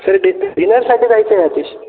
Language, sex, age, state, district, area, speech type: Marathi, male, 18-30, Maharashtra, Ahmednagar, rural, conversation